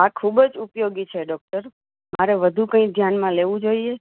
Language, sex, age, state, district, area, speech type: Gujarati, female, 30-45, Gujarat, Kheda, urban, conversation